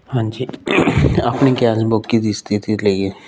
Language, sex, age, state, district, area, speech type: Punjabi, male, 30-45, Punjab, Fazilka, rural, spontaneous